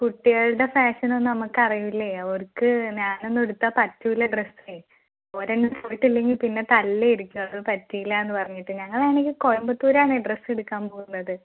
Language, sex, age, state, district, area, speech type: Malayalam, female, 18-30, Kerala, Malappuram, rural, conversation